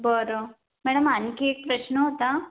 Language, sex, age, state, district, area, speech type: Marathi, female, 18-30, Maharashtra, Amravati, rural, conversation